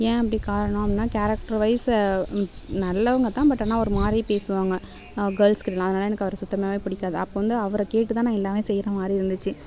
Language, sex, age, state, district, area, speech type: Tamil, female, 18-30, Tamil Nadu, Mayiladuthurai, rural, spontaneous